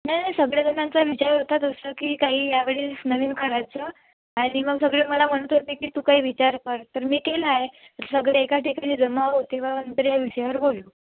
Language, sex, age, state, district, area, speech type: Marathi, female, 18-30, Maharashtra, Wardha, rural, conversation